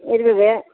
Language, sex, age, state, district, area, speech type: Tamil, female, 60+, Tamil Nadu, Namakkal, rural, conversation